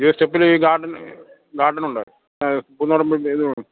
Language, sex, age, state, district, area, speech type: Malayalam, male, 45-60, Kerala, Kottayam, rural, conversation